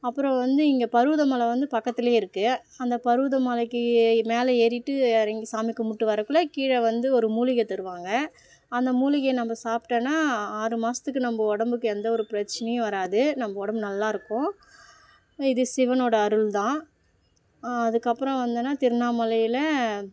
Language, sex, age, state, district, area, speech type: Tamil, female, 30-45, Tamil Nadu, Tiruvannamalai, rural, spontaneous